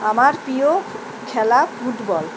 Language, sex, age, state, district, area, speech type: Bengali, female, 60+, West Bengal, Kolkata, urban, spontaneous